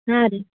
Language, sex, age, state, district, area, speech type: Kannada, female, 18-30, Karnataka, Gulbarga, urban, conversation